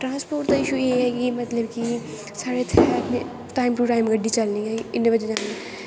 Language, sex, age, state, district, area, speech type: Dogri, female, 18-30, Jammu and Kashmir, Kathua, rural, spontaneous